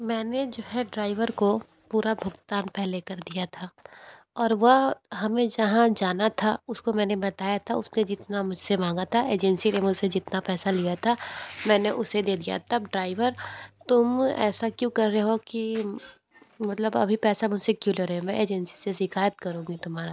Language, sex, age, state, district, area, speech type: Hindi, female, 18-30, Uttar Pradesh, Sonbhadra, rural, spontaneous